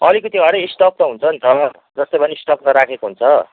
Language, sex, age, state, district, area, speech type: Nepali, male, 30-45, West Bengal, Kalimpong, rural, conversation